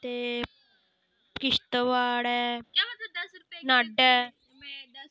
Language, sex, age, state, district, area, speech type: Dogri, female, 18-30, Jammu and Kashmir, Samba, rural, spontaneous